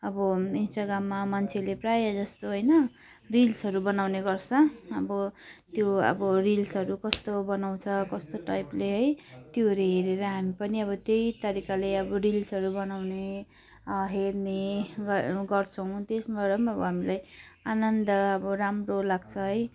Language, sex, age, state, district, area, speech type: Nepali, female, 30-45, West Bengal, Jalpaiguri, rural, spontaneous